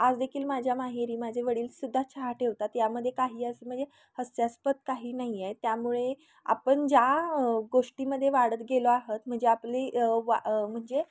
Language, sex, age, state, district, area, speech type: Marathi, female, 18-30, Maharashtra, Kolhapur, urban, spontaneous